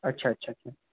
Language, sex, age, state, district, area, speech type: Marathi, male, 18-30, Maharashtra, Wardha, rural, conversation